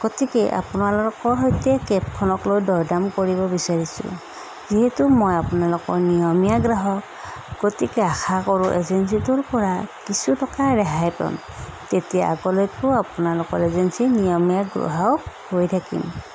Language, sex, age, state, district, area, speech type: Assamese, female, 30-45, Assam, Sonitpur, rural, spontaneous